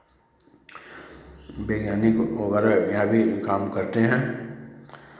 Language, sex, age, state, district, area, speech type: Hindi, male, 45-60, Uttar Pradesh, Chandauli, urban, spontaneous